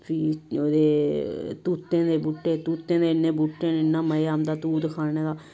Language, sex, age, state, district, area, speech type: Dogri, female, 30-45, Jammu and Kashmir, Samba, rural, spontaneous